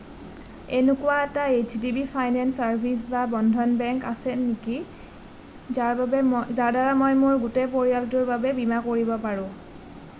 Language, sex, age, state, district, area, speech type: Assamese, female, 18-30, Assam, Nalbari, rural, read